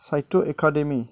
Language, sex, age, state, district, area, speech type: Bodo, male, 30-45, Assam, Chirang, rural, spontaneous